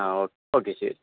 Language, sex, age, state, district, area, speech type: Malayalam, male, 18-30, Kerala, Thrissur, urban, conversation